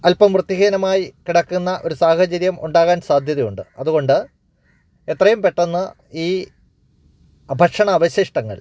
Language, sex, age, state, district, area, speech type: Malayalam, male, 45-60, Kerala, Alappuzha, urban, spontaneous